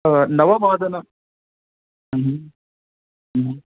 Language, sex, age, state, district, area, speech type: Sanskrit, male, 30-45, Karnataka, Bangalore Urban, urban, conversation